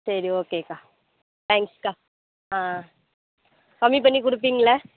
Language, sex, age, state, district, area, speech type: Tamil, female, 18-30, Tamil Nadu, Nagapattinam, rural, conversation